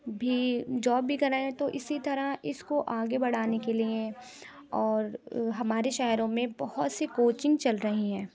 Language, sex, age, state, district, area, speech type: Urdu, female, 18-30, Uttar Pradesh, Rampur, urban, spontaneous